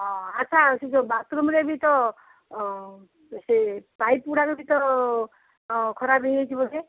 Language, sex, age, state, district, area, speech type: Odia, female, 45-60, Odisha, Sundergarh, rural, conversation